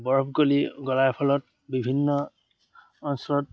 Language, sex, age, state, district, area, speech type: Assamese, male, 30-45, Assam, Dhemaji, rural, spontaneous